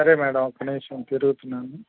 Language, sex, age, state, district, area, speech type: Telugu, male, 45-60, Andhra Pradesh, Guntur, rural, conversation